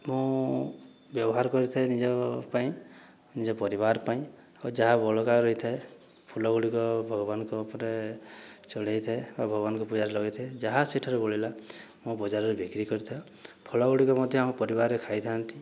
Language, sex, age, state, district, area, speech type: Odia, male, 18-30, Odisha, Boudh, rural, spontaneous